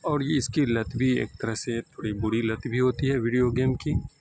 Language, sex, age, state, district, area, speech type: Urdu, male, 18-30, Bihar, Saharsa, rural, spontaneous